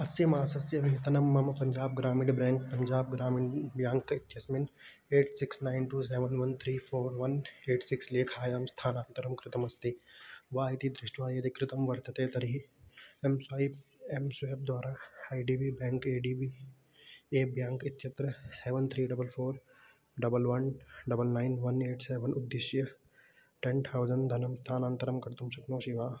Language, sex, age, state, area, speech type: Sanskrit, male, 18-30, Uttarakhand, urban, read